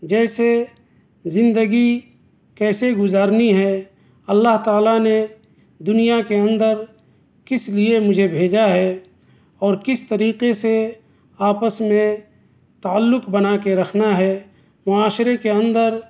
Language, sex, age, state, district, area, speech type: Urdu, male, 30-45, Delhi, South Delhi, urban, spontaneous